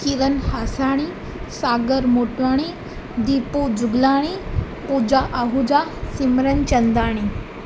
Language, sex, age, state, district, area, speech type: Sindhi, female, 18-30, Gujarat, Surat, urban, spontaneous